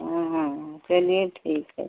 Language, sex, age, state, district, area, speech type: Hindi, female, 60+, Uttar Pradesh, Mau, rural, conversation